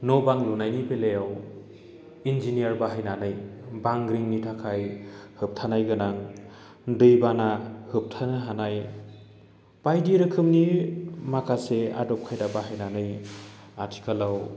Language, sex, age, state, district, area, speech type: Bodo, male, 30-45, Assam, Baksa, urban, spontaneous